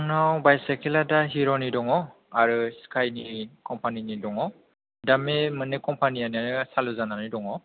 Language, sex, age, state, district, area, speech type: Bodo, male, 18-30, Assam, Kokrajhar, rural, conversation